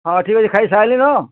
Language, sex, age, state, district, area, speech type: Odia, male, 60+, Odisha, Bargarh, urban, conversation